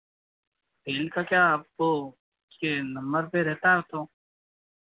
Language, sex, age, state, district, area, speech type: Hindi, male, 30-45, Madhya Pradesh, Harda, urban, conversation